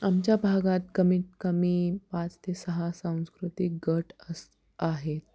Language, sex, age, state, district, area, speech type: Marathi, female, 18-30, Maharashtra, Osmanabad, rural, spontaneous